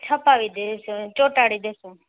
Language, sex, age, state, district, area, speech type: Gujarati, female, 18-30, Gujarat, Ahmedabad, urban, conversation